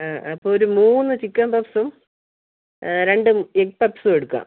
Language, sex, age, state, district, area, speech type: Malayalam, female, 30-45, Kerala, Thiruvananthapuram, rural, conversation